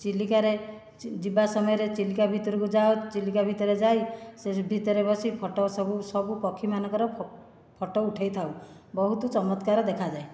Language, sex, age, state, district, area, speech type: Odia, female, 45-60, Odisha, Khordha, rural, spontaneous